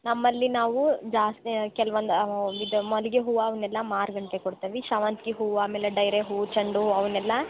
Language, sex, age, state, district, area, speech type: Kannada, female, 18-30, Karnataka, Gadag, urban, conversation